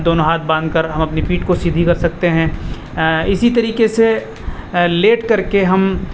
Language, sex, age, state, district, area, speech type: Urdu, male, 30-45, Uttar Pradesh, Aligarh, urban, spontaneous